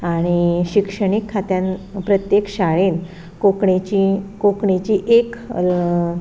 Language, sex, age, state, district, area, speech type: Goan Konkani, female, 45-60, Goa, Ponda, rural, spontaneous